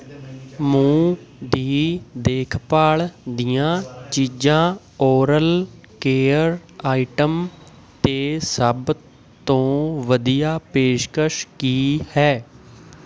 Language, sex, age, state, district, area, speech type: Punjabi, male, 18-30, Punjab, Patiala, rural, read